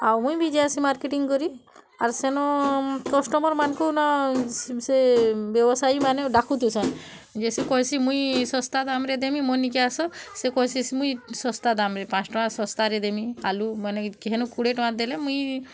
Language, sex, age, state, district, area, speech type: Odia, female, 30-45, Odisha, Bargarh, urban, spontaneous